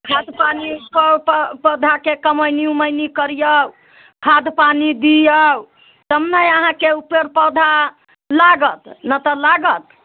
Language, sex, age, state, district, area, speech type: Maithili, female, 60+, Bihar, Muzaffarpur, rural, conversation